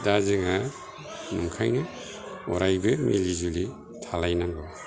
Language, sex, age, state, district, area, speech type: Bodo, male, 60+, Assam, Kokrajhar, rural, spontaneous